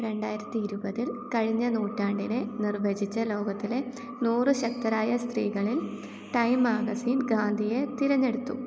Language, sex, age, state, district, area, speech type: Malayalam, female, 18-30, Kerala, Kottayam, rural, read